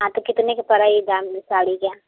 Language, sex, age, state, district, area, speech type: Hindi, female, 45-60, Uttar Pradesh, Prayagraj, rural, conversation